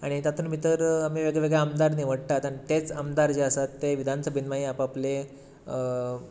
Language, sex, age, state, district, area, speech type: Goan Konkani, male, 18-30, Goa, Tiswadi, rural, spontaneous